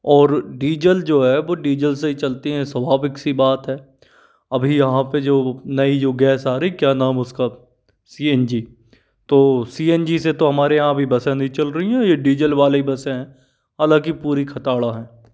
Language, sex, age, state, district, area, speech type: Hindi, male, 45-60, Madhya Pradesh, Bhopal, urban, spontaneous